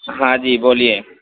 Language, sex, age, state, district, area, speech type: Urdu, male, 30-45, Uttar Pradesh, Gautam Buddha Nagar, rural, conversation